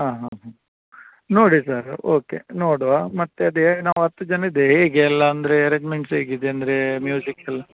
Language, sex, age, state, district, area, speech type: Kannada, male, 45-60, Karnataka, Udupi, rural, conversation